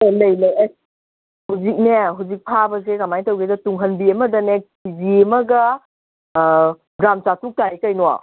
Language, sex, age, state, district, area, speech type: Manipuri, female, 45-60, Manipur, Kangpokpi, urban, conversation